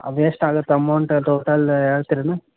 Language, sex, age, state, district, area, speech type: Kannada, male, 18-30, Karnataka, Gadag, urban, conversation